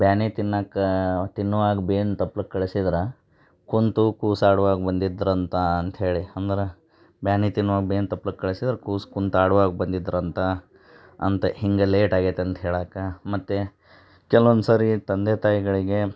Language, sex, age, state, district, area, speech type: Kannada, male, 30-45, Karnataka, Koppal, rural, spontaneous